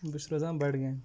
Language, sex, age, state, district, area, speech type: Kashmiri, male, 18-30, Jammu and Kashmir, Budgam, rural, spontaneous